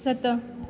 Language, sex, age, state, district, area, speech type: Sindhi, female, 18-30, Gujarat, Junagadh, urban, read